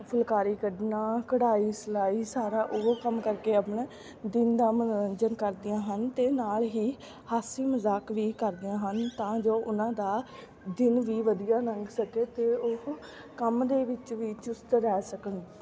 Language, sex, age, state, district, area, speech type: Punjabi, female, 18-30, Punjab, Fatehgarh Sahib, rural, spontaneous